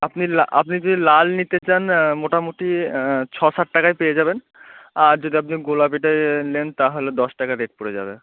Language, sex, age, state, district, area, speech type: Bengali, male, 18-30, West Bengal, Murshidabad, urban, conversation